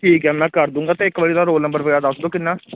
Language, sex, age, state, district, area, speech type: Punjabi, male, 18-30, Punjab, Gurdaspur, urban, conversation